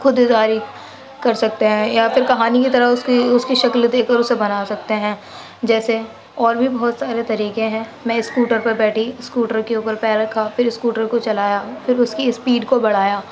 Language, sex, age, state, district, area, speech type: Urdu, female, 45-60, Uttar Pradesh, Gautam Buddha Nagar, urban, spontaneous